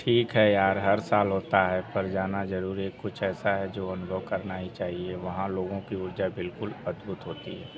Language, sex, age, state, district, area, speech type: Hindi, male, 30-45, Uttar Pradesh, Azamgarh, rural, read